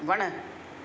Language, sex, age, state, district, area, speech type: Sindhi, female, 60+, Maharashtra, Mumbai Suburban, urban, read